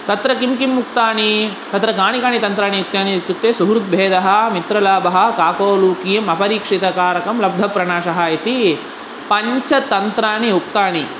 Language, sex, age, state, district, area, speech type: Sanskrit, male, 18-30, Tamil Nadu, Chennai, urban, spontaneous